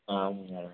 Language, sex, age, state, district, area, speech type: Tamil, male, 30-45, Tamil Nadu, Madurai, urban, conversation